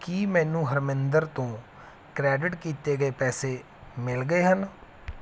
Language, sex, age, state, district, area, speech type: Punjabi, male, 30-45, Punjab, Mansa, urban, read